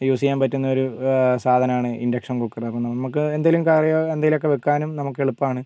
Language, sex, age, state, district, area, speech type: Malayalam, male, 45-60, Kerala, Wayanad, rural, spontaneous